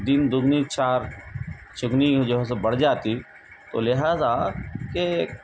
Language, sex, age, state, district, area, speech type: Urdu, male, 45-60, Telangana, Hyderabad, urban, spontaneous